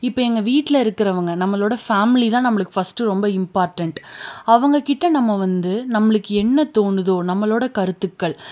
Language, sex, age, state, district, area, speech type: Tamil, female, 18-30, Tamil Nadu, Tiruppur, urban, spontaneous